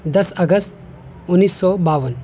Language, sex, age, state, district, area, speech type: Urdu, male, 18-30, Delhi, North West Delhi, urban, spontaneous